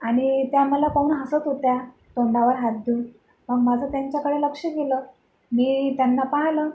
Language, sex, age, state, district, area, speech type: Marathi, female, 30-45, Maharashtra, Akola, urban, spontaneous